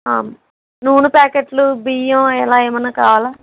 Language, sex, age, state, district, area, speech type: Telugu, female, 18-30, Andhra Pradesh, East Godavari, rural, conversation